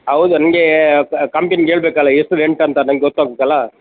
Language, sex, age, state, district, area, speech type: Kannada, male, 60+, Karnataka, Dakshina Kannada, rural, conversation